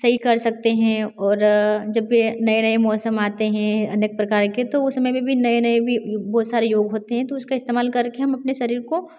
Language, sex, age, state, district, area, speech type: Hindi, female, 18-30, Madhya Pradesh, Ujjain, rural, spontaneous